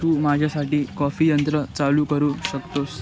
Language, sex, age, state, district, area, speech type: Marathi, male, 18-30, Maharashtra, Thane, urban, read